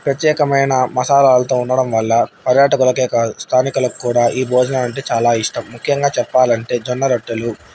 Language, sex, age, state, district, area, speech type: Telugu, male, 30-45, Andhra Pradesh, Nandyal, urban, spontaneous